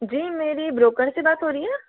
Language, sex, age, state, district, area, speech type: Hindi, female, 18-30, Rajasthan, Jodhpur, urban, conversation